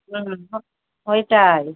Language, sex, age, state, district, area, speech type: Bengali, female, 30-45, West Bengal, Murshidabad, rural, conversation